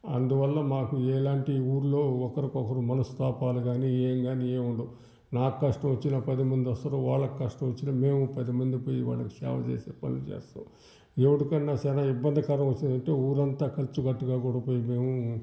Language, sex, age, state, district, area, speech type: Telugu, male, 60+, Andhra Pradesh, Sri Balaji, urban, spontaneous